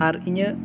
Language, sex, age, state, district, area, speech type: Santali, male, 18-30, West Bengal, Bankura, rural, spontaneous